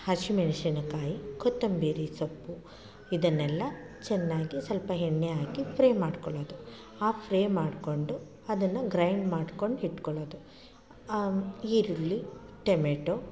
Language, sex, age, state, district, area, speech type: Kannada, female, 45-60, Karnataka, Mandya, rural, spontaneous